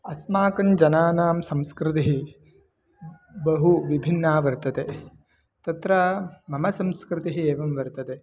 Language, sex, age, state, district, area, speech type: Sanskrit, male, 18-30, Karnataka, Mandya, rural, spontaneous